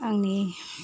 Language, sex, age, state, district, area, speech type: Bodo, female, 60+, Assam, Kokrajhar, rural, spontaneous